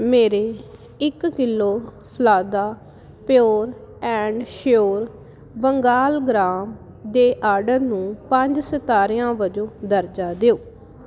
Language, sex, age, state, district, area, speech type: Punjabi, female, 30-45, Punjab, Jalandhar, rural, read